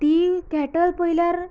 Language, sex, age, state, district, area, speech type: Goan Konkani, female, 18-30, Goa, Canacona, rural, spontaneous